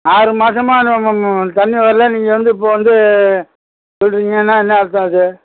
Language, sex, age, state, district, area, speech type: Tamil, male, 60+, Tamil Nadu, Thanjavur, rural, conversation